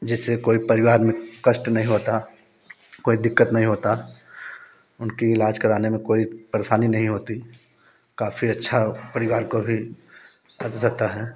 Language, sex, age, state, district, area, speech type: Hindi, male, 30-45, Uttar Pradesh, Prayagraj, rural, spontaneous